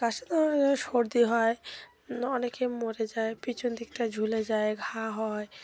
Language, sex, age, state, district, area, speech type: Bengali, female, 30-45, West Bengal, Dakshin Dinajpur, urban, spontaneous